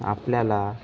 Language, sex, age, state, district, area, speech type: Marathi, male, 18-30, Maharashtra, Hingoli, urban, spontaneous